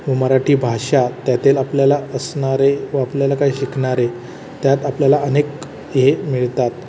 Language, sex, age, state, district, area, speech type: Marathi, male, 30-45, Maharashtra, Thane, urban, spontaneous